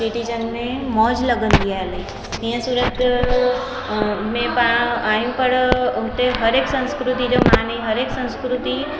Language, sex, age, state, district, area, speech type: Sindhi, female, 30-45, Gujarat, Surat, urban, spontaneous